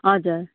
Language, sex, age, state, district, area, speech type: Nepali, female, 30-45, West Bengal, Darjeeling, rural, conversation